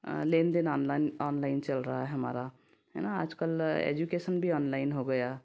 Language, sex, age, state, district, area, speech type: Hindi, female, 45-60, Madhya Pradesh, Ujjain, urban, spontaneous